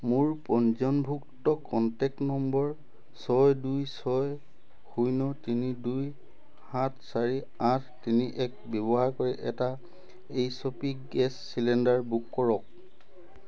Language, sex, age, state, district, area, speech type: Assamese, male, 45-60, Assam, Tinsukia, rural, read